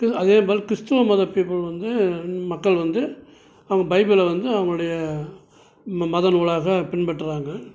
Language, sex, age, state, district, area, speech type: Tamil, male, 60+, Tamil Nadu, Salem, urban, spontaneous